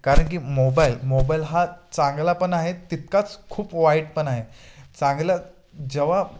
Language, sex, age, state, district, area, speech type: Marathi, male, 18-30, Maharashtra, Ratnagiri, rural, spontaneous